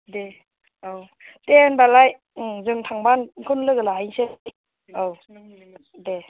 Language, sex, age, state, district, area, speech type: Bodo, female, 30-45, Assam, Chirang, rural, conversation